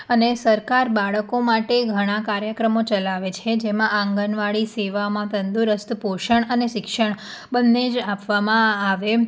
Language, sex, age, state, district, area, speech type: Gujarati, female, 18-30, Gujarat, Anand, urban, spontaneous